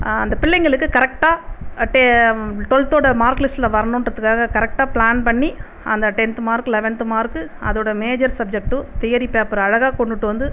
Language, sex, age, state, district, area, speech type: Tamil, female, 45-60, Tamil Nadu, Viluppuram, urban, spontaneous